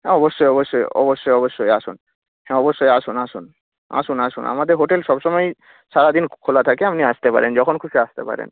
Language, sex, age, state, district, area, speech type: Bengali, male, 30-45, West Bengal, Nadia, rural, conversation